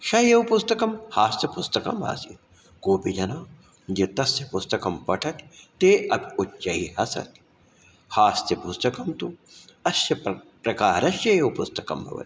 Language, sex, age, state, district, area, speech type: Sanskrit, male, 60+, Uttar Pradesh, Ayodhya, urban, spontaneous